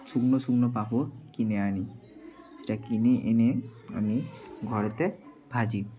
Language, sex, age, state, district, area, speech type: Bengali, male, 30-45, West Bengal, Bankura, urban, spontaneous